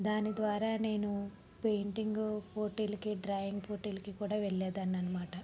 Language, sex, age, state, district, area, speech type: Telugu, female, 30-45, Andhra Pradesh, Palnadu, rural, spontaneous